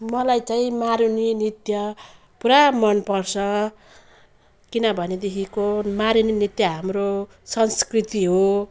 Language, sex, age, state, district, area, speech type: Nepali, female, 45-60, West Bengal, Jalpaiguri, rural, spontaneous